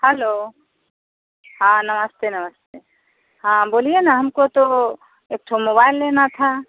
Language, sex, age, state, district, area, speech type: Hindi, female, 45-60, Bihar, Samastipur, rural, conversation